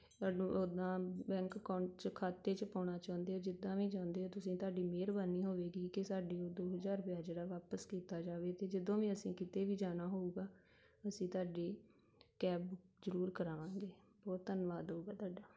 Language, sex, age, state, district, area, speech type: Punjabi, female, 30-45, Punjab, Tarn Taran, rural, spontaneous